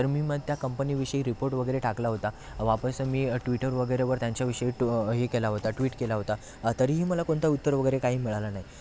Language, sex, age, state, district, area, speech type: Marathi, male, 18-30, Maharashtra, Thane, urban, spontaneous